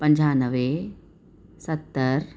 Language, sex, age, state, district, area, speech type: Sindhi, female, 45-60, Rajasthan, Ajmer, rural, spontaneous